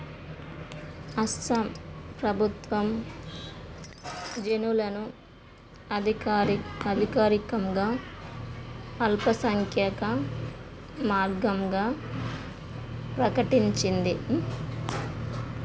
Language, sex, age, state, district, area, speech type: Telugu, female, 30-45, Telangana, Jagtial, rural, read